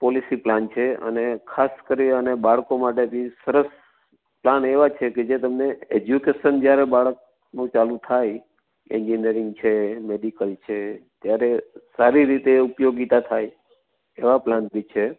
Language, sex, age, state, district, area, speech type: Gujarati, male, 45-60, Gujarat, Surat, urban, conversation